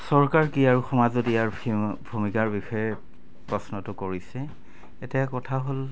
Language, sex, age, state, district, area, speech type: Assamese, male, 45-60, Assam, Goalpara, rural, spontaneous